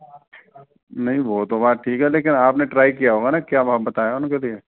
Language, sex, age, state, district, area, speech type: Hindi, male, 30-45, Rajasthan, Karauli, rural, conversation